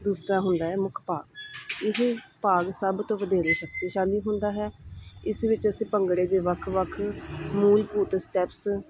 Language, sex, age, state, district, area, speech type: Punjabi, female, 30-45, Punjab, Hoshiarpur, urban, spontaneous